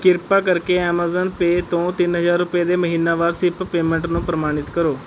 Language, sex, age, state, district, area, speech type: Punjabi, male, 18-30, Punjab, Rupnagar, urban, read